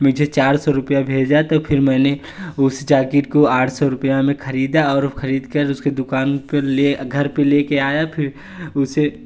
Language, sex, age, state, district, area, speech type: Hindi, male, 18-30, Uttar Pradesh, Jaunpur, rural, spontaneous